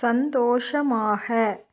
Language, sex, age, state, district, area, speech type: Tamil, female, 30-45, Tamil Nadu, Dharmapuri, rural, read